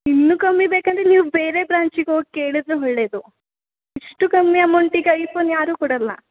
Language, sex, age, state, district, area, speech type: Kannada, female, 18-30, Karnataka, Kodagu, rural, conversation